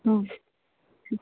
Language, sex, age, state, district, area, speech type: Odia, female, 45-60, Odisha, Sundergarh, rural, conversation